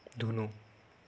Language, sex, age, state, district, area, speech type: Assamese, male, 30-45, Assam, Nagaon, rural, spontaneous